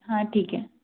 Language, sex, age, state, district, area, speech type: Hindi, female, 18-30, Madhya Pradesh, Gwalior, rural, conversation